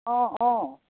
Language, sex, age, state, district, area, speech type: Assamese, female, 60+, Assam, Lakhimpur, rural, conversation